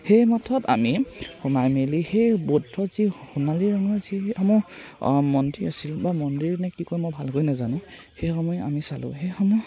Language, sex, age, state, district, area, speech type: Assamese, male, 18-30, Assam, Charaideo, rural, spontaneous